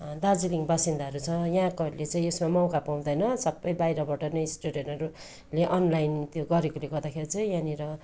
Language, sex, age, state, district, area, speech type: Nepali, female, 30-45, West Bengal, Darjeeling, rural, spontaneous